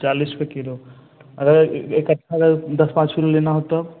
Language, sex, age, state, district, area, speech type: Hindi, male, 18-30, Uttar Pradesh, Bhadohi, rural, conversation